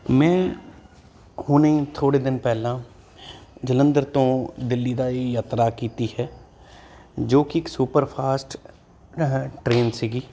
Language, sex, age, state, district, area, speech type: Punjabi, male, 30-45, Punjab, Jalandhar, urban, spontaneous